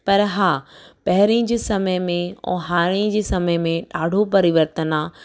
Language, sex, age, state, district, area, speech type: Sindhi, female, 18-30, Gujarat, Surat, urban, spontaneous